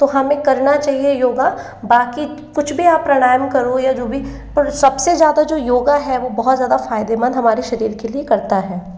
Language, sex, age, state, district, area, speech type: Hindi, female, 30-45, Rajasthan, Jaipur, urban, spontaneous